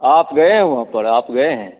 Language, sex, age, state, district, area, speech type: Hindi, male, 18-30, Bihar, Begusarai, rural, conversation